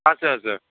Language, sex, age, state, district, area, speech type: Marathi, male, 45-60, Maharashtra, Ratnagiri, urban, conversation